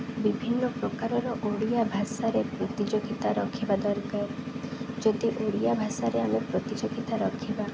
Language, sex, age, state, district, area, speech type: Odia, female, 18-30, Odisha, Malkangiri, urban, spontaneous